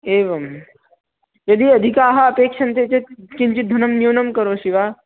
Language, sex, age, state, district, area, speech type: Sanskrit, male, 18-30, Maharashtra, Buldhana, urban, conversation